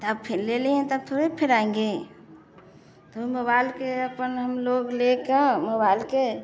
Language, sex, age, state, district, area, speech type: Hindi, female, 30-45, Bihar, Vaishali, rural, spontaneous